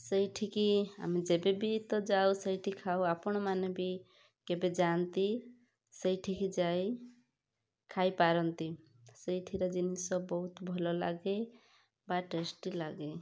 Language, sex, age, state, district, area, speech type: Odia, female, 45-60, Odisha, Rayagada, rural, spontaneous